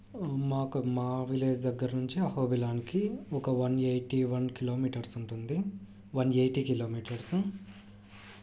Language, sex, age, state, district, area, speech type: Telugu, male, 18-30, Andhra Pradesh, Krishna, urban, spontaneous